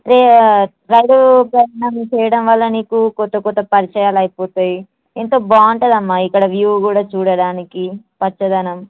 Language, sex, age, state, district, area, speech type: Telugu, female, 18-30, Telangana, Hyderabad, rural, conversation